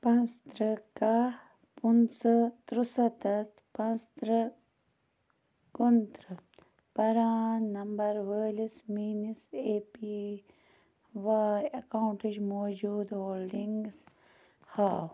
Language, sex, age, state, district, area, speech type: Kashmiri, female, 30-45, Jammu and Kashmir, Budgam, rural, read